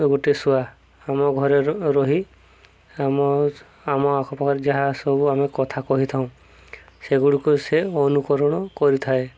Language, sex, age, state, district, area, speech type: Odia, male, 30-45, Odisha, Subarnapur, urban, spontaneous